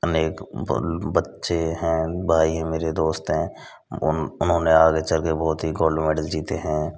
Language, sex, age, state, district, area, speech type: Hindi, male, 18-30, Rajasthan, Bharatpur, rural, spontaneous